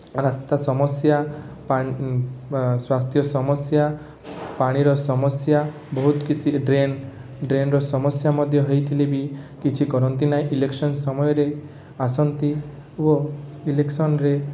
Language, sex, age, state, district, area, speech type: Odia, male, 18-30, Odisha, Rayagada, rural, spontaneous